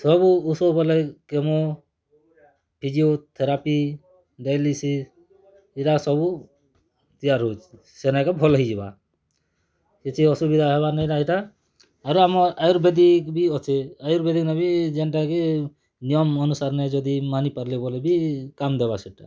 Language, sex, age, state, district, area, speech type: Odia, male, 45-60, Odisha, Kalahandi, rural, spontaneous